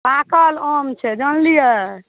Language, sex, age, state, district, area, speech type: Maithili, female, 30-45, Bihar, Supaul, rural, conversation